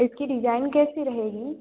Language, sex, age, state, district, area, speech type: Hindi, female, 18-30, Madhya Pradesh, Betul, urban, conversation